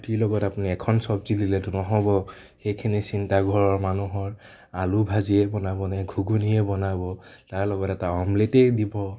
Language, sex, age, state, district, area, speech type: Assamese, male, 30-45, Assam, Nagaon, rural, spontaneous